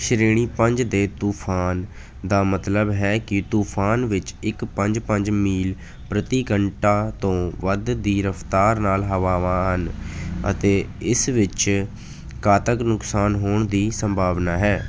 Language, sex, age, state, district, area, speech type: Punjabi, male, 18-30, Punjab, Ludhiana, rural, read